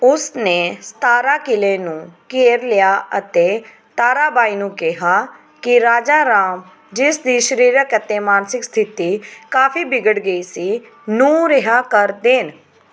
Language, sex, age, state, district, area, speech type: Punjabi, female, 30-45, Punjab, Pathankot, rural, read